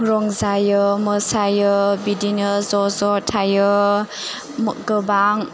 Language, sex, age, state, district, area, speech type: Bodo, female, 18-30, Assam, Chirang, rural, spontaneous